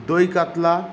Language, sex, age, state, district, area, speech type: Bengali, male, 30-45, West Bengal, Howrah, urban, spontaneous